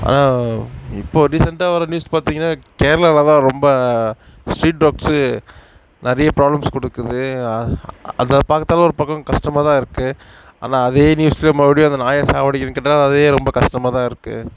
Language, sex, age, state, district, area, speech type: Tamil, male, 60+, Tamil Nadu, Mayiladuthurai, rural, spontaneous